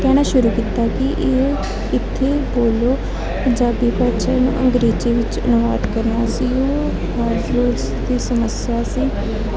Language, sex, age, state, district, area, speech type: Punjabi, female, 18-30, Punjab, Gurdaspur, urban, spontaneous